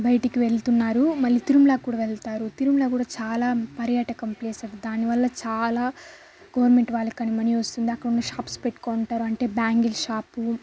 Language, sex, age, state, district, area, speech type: Telugu, female, 18-30, Andhra Pradesh, Sri Balaji, urban, spontaneous